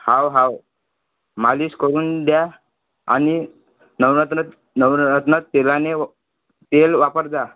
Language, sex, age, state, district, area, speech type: Marathi, male, 18-30, Maharashtra, Amravati, rural, conversation